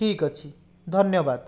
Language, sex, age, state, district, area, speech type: Odia, male, 30-45, Odisha, Bhadrak, rural, spontaneous